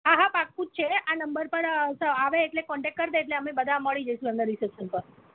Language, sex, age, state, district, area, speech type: Gujarati, female, 30-45, Gujarat, Ahmedabad, urban, conversation